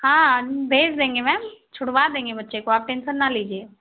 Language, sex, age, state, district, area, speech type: Hindi, female, 18-30, Uttar Pradesh, Ghazipur, urban, conversation